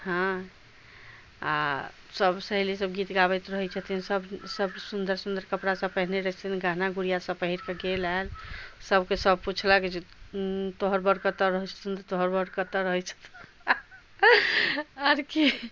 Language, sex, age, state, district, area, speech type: Maithili, female, 60+, Bihar, Madhubani, rural, spontaneous